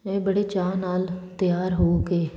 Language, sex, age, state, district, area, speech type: Punjabi, female, 30-45, Punjab, Kapurthala, urban, spontaneous